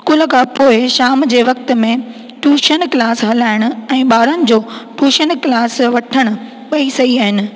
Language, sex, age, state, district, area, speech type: Sindhi, female, 18-30, Rajasthan, Ajmer, urban, spontaneous